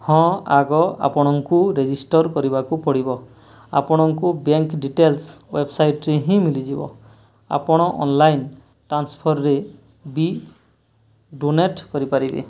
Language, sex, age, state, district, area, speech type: Odia, male, 18-30, Odisha, Nuapada, urban, read